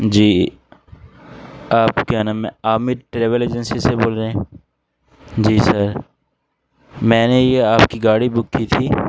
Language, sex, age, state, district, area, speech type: Urdu, male, 18-30, Delhi, North West Delhi, urban, spontaneous